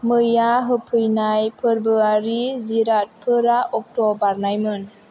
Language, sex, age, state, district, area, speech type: Bodo, female, 18-30, Assam, Chirang, rural, read